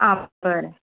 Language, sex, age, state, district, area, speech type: Goan Konkani, female, 18-30, Goa, Canacona, rural, conversation